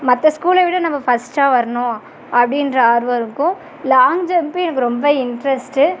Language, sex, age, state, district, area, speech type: Tamil, female, 18-30, Tamil Nadu, Tiruchirappalli, rural, spontaneous